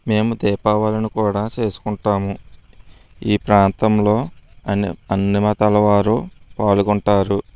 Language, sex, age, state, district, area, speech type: Telugu, male, 60+, Andhra Pradesh, East Godavari, rural, spontaneous